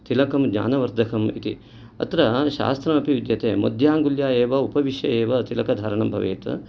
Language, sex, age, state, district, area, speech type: Sanskrit, male, 45-60, Karnataka, Uttara Kannada, urban, spontaneous